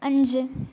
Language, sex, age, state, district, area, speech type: Malayalam, female, 18-30, Kerala, Kottayam, rural, read